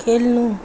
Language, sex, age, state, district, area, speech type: Nepali, female, 45-60, West Bengal, Darjeeling, rural, read